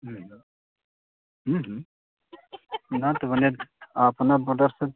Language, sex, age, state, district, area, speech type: Maithili, male, 60+, Bihar, Sitamarhi, rural, conversation